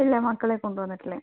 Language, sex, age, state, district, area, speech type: Malayalam, female, 18-30, Kerala, Palakkad, rural, conversation